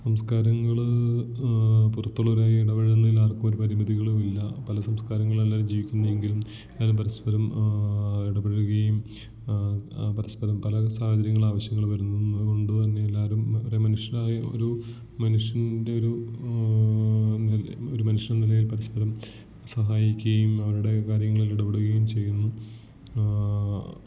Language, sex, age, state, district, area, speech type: Malayalam, male, 18-30, Kerala, Idukki, rural, spontaneous